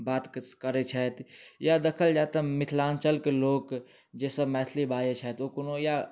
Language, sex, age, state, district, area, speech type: Maithili, male, 18-30, Bihar, Darbhanga, rural, spontaneous